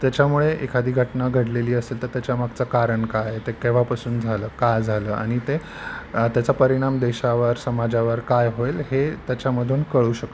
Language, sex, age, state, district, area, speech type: Marathi, male, 45-60, Maharashtra, Thane, rural, spontaneous